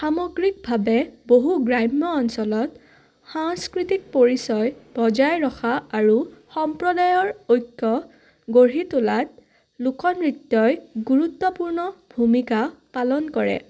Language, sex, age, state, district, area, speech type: Assamese, female, 18-30, Assam, Udalguri, rural, spontaneous